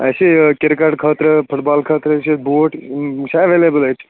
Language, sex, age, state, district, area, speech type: Kashmiri, male, 30-45, Jammu and Kashmir, Kulgam, rural, conversation